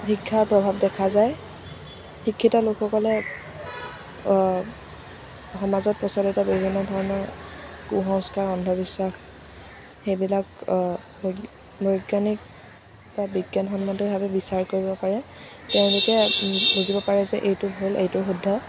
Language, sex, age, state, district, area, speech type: Assamese, female, 18-30, Assam, Jorhat, rural, spontaneous